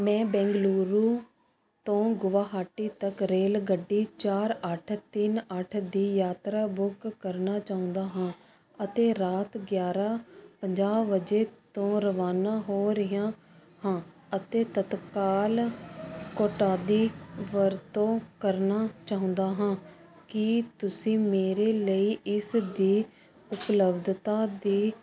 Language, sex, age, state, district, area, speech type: Punjabi, female, 30-45, Punjab, Ludhiana, rural, read